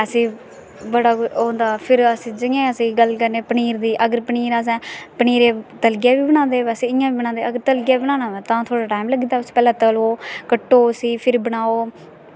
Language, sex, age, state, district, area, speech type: Dogri, female, 18-30, Jammu and Kashmir, Kathua, rural, spontaneous